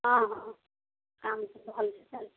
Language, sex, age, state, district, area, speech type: Odia, female, 45-60, Odisha, Gajapati, rural, conversation